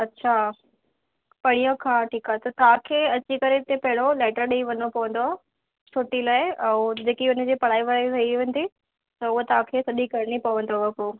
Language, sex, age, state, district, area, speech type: Sindhi, female, 18-30, Maharashtra, Thane, urban, conversation